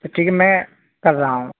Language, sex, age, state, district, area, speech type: Urdu, male, 18-30, Uttar Pradesh, Saharanpur, urban, conversation